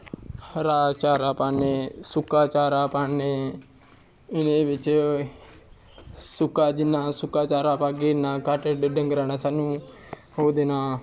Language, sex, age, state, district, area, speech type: Dogri, male, 18-30, Jammu and Kashmir, Kathua, rural, spontaneous